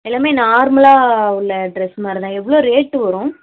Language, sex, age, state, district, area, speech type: Tamil, female, 30-45, Tamil Nadu, Mayiladuthurai, urban, conversation